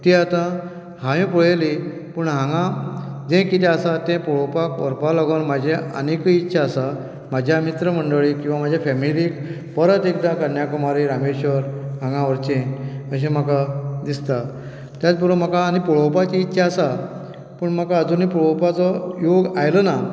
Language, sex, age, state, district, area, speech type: Goan Konkani, female, 60+, Goa, Canacona, rural, spontaneous